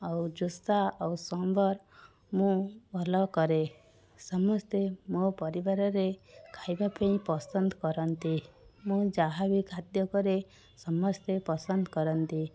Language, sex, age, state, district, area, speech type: Odia, female, 30-45, Odisha, Cuttack, urban, spontaneous